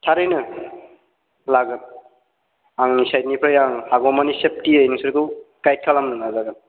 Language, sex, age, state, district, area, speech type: Bodo, male, 18-30, Assam, Chirang, rural, conversation